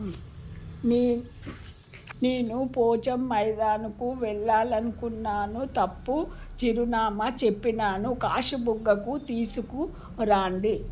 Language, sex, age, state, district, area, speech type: Telugu, female, 45-60, Telangana, Warangal, rural, spontaneous